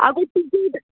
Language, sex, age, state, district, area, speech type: Goan Konkani, female, 18-30, Goa, Murmgao, urban, conversation